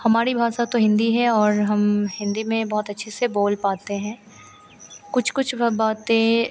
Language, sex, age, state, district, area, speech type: Hindi, female, 18-30, Bihar, Madhepura, rural, spontaneous